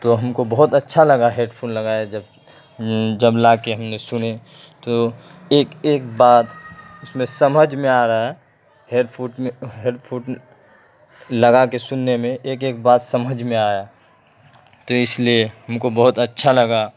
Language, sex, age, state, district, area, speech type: Urdu, male, 30-45, Uttar Pradesh, Ghaziabad, rural, spontaneous